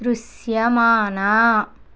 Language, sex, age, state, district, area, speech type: Telugu, male, 45-60, Andhra Pradesh, West Godavari, rural, read